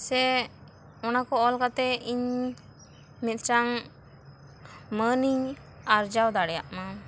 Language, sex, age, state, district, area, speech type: Santali, female, 18-30, West Bengal, Bankura, rural, spontaneous